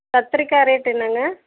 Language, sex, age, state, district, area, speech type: Tamil, female, 30-45, Tamil Nadu, Namakkal, rural, conversation